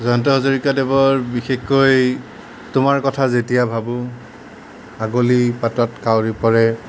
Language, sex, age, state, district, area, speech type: Assamese, male, 30-45, Assam, Nalbari, rural, spontaneous